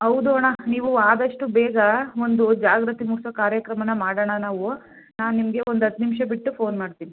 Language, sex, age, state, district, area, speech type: Kannada, female, 18-30, Karnataka, Mandya, rural, conversation